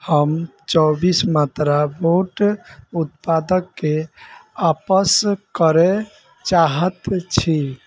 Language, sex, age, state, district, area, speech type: Maithili, male, 18-30, Bihar, Sitamarhi, rural, read